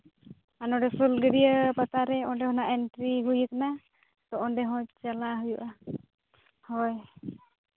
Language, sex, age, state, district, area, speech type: Santali, female, 18-30, Jharkhand, Seraikela Kharsawan, rural, conversation